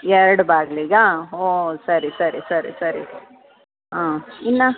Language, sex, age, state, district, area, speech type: Kannada, female, 45-60, Karnataka, Bellary, urban, conversation